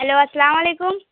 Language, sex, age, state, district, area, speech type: Urdu, female, 18-30, Bihar, Gaya, rural, conversation